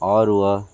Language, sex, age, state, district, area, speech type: Hindi, male, 60+, Uttar Pradesh, Sonbhadra, rural, spontaneous